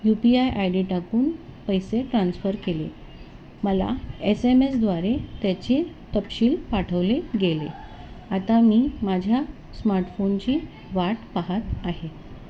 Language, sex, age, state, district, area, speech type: Marathi, female, 45-60, Maharashtra, Thane, rural, spontaneous